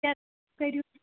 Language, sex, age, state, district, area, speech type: Kashmiri, female, 18-30, Jammu and Kashmir, Kupwara, rural, conversation